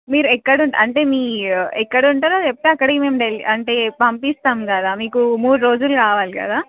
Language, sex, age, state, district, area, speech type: Telugu, female, 18-30, Telangana, Nizamabad, urban, conversation